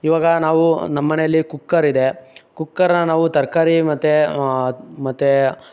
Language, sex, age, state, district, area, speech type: Kannada, male, 18-30, Karnataka, Chikkaballapur, rural, spontaneous